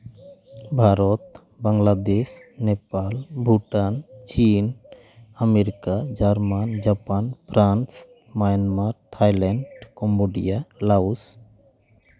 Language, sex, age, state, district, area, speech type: Santali, male, 30-45, West Bengal, Jhargram, rural, spontaneous